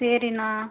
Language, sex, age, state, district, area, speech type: Tamil, female, 18-30, Tamil Nadu, Ariyalur, rural, conversation